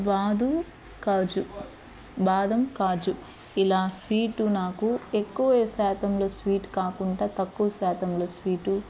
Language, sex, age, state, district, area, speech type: Telugu, female, 18-30, Andhra Pradesh, Eluru, urban, spontaneous